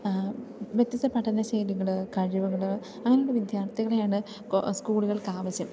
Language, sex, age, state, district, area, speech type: Malayalam, female, 18-30, Kerala, Idukki, rural, spontaneous